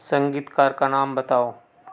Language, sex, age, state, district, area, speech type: Hindi, male, 45-60, Madhya Pradesh, Betul, rural, read